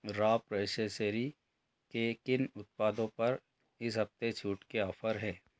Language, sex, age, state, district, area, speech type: Hindi, male, 45-60, Madhya Pradesh, Betul, rural, read